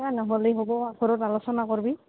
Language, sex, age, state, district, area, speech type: Assamese, female, 45-60, Assam, Goalpara, urban, conversation